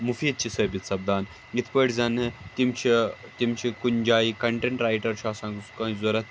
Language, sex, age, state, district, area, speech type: Kashmiri, male, 30-45, Jammu and Kashmir, Srinagar, urban, spontaneous